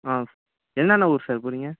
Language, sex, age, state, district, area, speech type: Tamil, male, 18-30, Tamil Nadu, Nagapattinam, rural, conversation